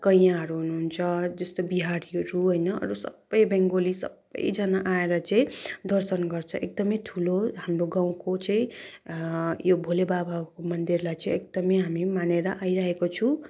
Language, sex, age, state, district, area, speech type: Nepali, female, 18-30, West Bengal, Darjeeling, rural, spontaneous